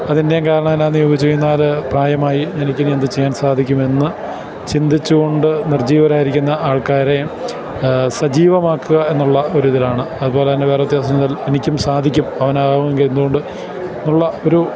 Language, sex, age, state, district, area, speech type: Malayalam, male, 45-60, Kerala, Kottayam, urban, spontaneous